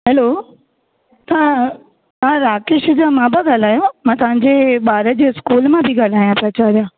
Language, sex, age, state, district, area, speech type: Sindhi, female, 18-30, Rajasthan, Ajmer, urban, conversation